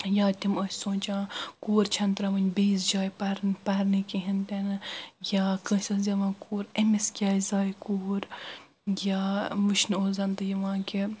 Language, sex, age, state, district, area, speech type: Kashmiri, female, 18-30, Jammu and Kashmir, Baramulla, rural, spontaneous